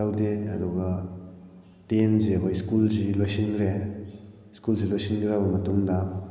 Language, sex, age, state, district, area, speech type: Manipuri, male, 18-30, Manipur, Kakching, rural, spontaneous